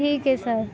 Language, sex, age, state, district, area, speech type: Marathi, female, 18-30, Maharashtra, Nashik, urban, spontaneous